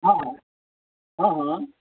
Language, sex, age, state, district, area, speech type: Maithili, male, 60+, Bihar, Madhubani, urban, conversation